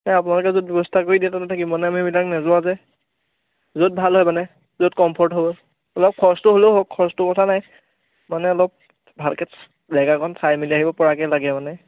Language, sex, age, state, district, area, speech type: Assamese, male, 18-30, Assam, Majuli, urban, conversation